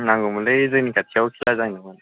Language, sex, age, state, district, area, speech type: Bodo, male, 18-30, Assam, Baksa, rural, conversation